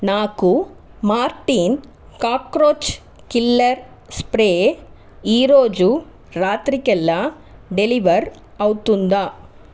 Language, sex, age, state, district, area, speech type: Telugu, female, 30-45, Andhra Pradesh, Chittoor, urban, read